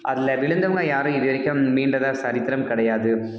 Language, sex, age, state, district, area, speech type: Tamil, male, 18-30, Tamil Nadu, Dharmapuri, rural, spontaneous